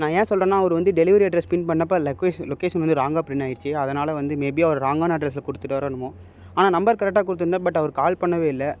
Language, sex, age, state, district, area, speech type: Tamil, male, 18-30, Tamil Nadu, Salem, urban, spontaneous